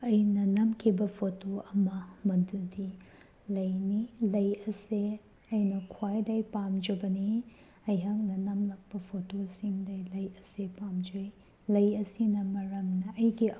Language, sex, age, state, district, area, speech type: Manipuri, female, 30-45, Manipur, Chandel, rural, spontaneous